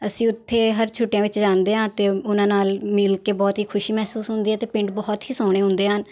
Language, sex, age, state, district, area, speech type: Punjabi, female, 18-30, Punjab, Patiala, urban, spontaneous